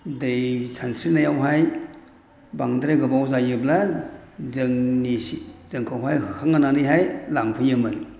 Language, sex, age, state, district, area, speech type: Bodo, male, 60+, Assam, Chirang, rural, spontaneous